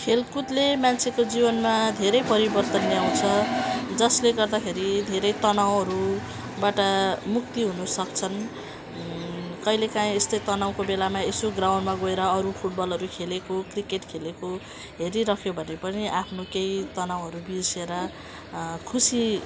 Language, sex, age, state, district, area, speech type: Nepali, female, 45-60, West Bengal, Jalpaiguri, urban, spontaneous